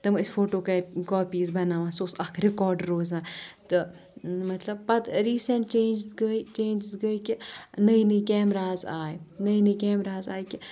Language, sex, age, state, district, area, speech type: Kashmiri, female, 30-45, Jammu and Kashmir, Kupwara, rural, spontaneous